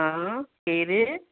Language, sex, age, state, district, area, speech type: Sindhi, female, 45-60, Maharashtra, Thane, urban, conversation